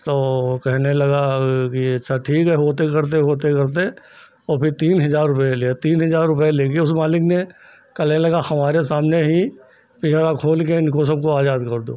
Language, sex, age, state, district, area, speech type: Hindi, male, 60+, Uttar Pradesh, Lucknow, rural, spontaneous